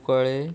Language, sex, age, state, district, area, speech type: Goan Konkani, male, 18-30, Goa, Murmgao, urban, spontaneous